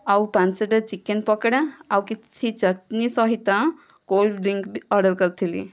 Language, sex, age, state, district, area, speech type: Odia, female, 18-30, Odisha, Kandhamal, rural, spontaneous